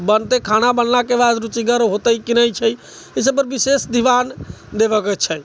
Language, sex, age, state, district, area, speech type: Maithili, male, 60+, Bihar, Sitamarhi, rural, spontaneous